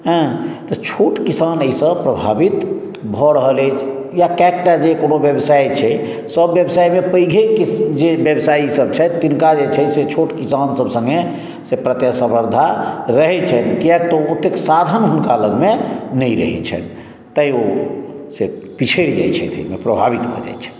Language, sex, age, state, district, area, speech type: Maithili, male, 60+, Bihar, Madhubani, urban, spontaneous